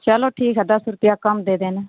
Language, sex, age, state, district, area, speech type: Hindi, female, 60+, Uttar Pradesh, Mau, rural, conversation